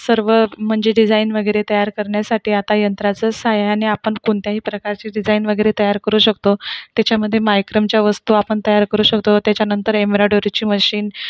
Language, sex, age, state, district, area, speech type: Marathi, female, 30-45, Maharashtra, Buldhana, urban, spontaneous